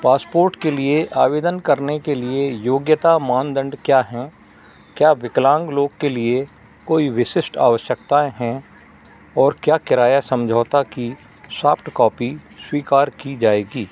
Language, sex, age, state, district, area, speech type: Hindi, male, 60+, Madhya Pradesh, Narsinghpur, rural, read